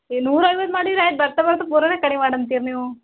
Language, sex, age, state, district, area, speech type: Kannada, female, 18-30, Karnataka, Gulbarga, rural, conversation